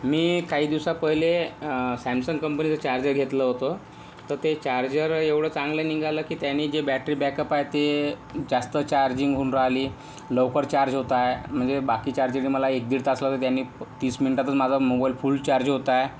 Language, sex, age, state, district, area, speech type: Marathi, male, 18-30, Maharashtra, Yavatmal, rural, spontaneous